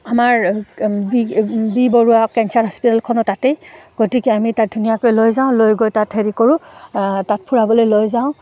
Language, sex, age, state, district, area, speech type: Assamese, female, 30-45, Assam, Udalguri, rural, spontaneous